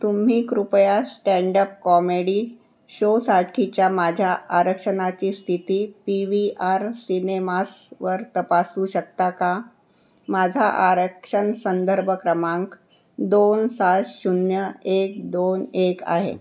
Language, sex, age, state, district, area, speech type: Marathi, female, 60+, Maharashtra, Nagpur, urban, read